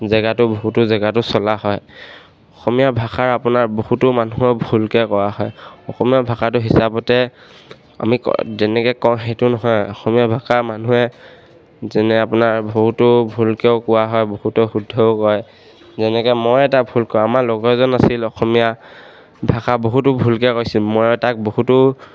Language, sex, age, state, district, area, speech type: Assamese, male, 18-30, Assam, Charaideo, urban, spontaneous